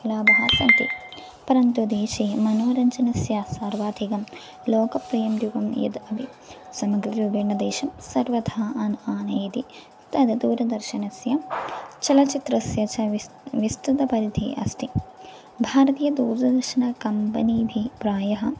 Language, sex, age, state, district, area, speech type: Sanskrit, female, 18-30, Kerala, Thrissur, rural, spontaneous